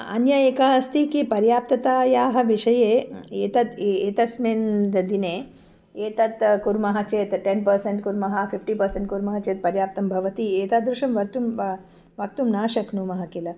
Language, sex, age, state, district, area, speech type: Sanskrit, female, 45-60, Karnataka, Bangalore Urban, urban, spontaneous